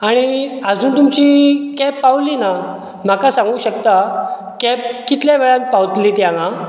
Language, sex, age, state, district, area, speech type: Goan Konkani, male, 45-60, Goa, Bardez, rural, spontaneous